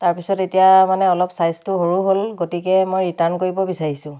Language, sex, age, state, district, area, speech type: Assamese, female, 30-45, Assam, Dhemaji, urban, spontaneous